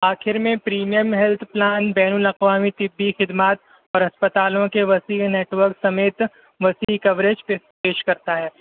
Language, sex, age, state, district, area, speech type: Urdu, male, 18-30, Maharashtra, Nashik, urban, conversation